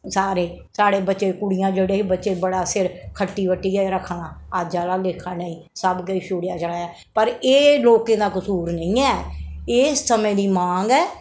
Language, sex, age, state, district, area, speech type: Dogri, female, 60+, Jammu and Kashmir, Reasi, urban, spontaneous